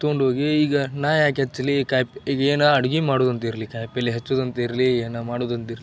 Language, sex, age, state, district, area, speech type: Kannada, male, 30-45, Karnataka, Gadag, rural, spontaneous